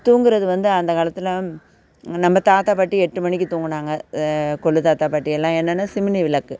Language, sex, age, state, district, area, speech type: Tamil, female, 45-60, Tamil Nadu, Nagapattinam, urban, spontaneous